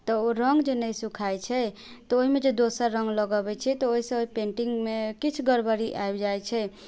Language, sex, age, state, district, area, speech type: Maithili, female, 30-45, Bihar, Sitamarhi, urban, spontaneous